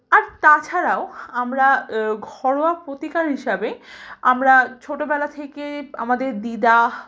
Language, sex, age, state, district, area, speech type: Bengali, female, 18-30, West Bengal, Malda, rural, spontaneous